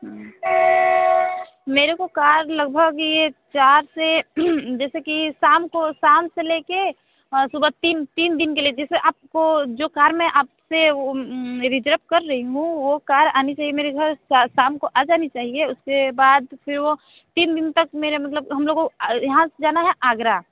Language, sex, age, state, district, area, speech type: Hindi, female, 30-45, Uttar Pradesh, Sonbhadra, rural, conversation